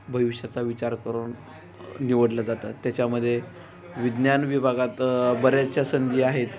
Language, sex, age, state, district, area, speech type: Marathi, male, 18-30, Maharashtra, Ratnagiri, rural, spontaneous